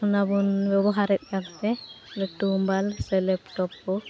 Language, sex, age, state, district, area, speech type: Santali, female, 18-30, West Bengal, Malda, rural, spontaneous